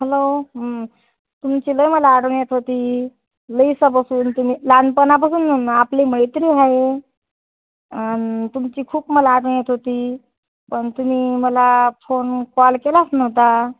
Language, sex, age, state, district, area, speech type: Marathi, female, 30-45, Maharashtra, Washim, rural, conversation